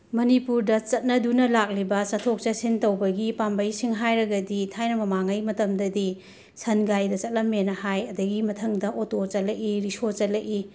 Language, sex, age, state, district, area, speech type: Manipuri, female, 45-60, Manipur, Imphal West, urban, spontaneous